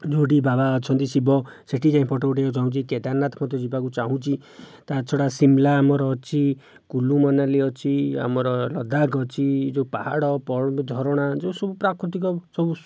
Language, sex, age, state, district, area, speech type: Odia, male, 45-60, Odisha, Jajpur, rural, spontaneous